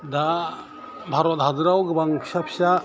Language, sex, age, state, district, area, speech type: Bodo, male, 45-60, Assam, Udalguri, urban, spontaneous